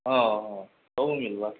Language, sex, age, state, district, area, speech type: Odia, male, 45-60, Odisha, Nuapada, urban, conversation